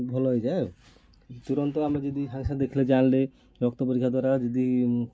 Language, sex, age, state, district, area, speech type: Odia, male, 30-45, Odisha, Kendujhar, urban, spontaneous